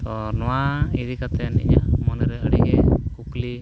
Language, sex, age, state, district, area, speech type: Santali, male, 45-60, Odisha, Mayurbhanj, rural, spontaneous